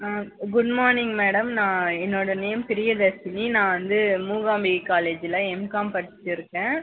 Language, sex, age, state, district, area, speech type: Tamil, female, 30-45, Tamil Nadu, Dharmapuri, rural, conversation